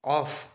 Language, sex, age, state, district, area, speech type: Assamese, male, 18-30, Assam, Biswanath, rural, read